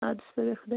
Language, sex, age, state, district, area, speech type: Kashmiri, female, 45-60, Jammu and Kashmir, Baramulla, rural, conversation